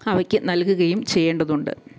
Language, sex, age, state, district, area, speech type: Malayalam, female, 30-45, Kerala, Kottayam, rural, spontaneous